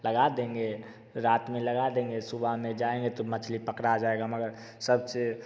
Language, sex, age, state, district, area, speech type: Hindi, male, 18-30, Bihar, Begusarai, rural, spontaneous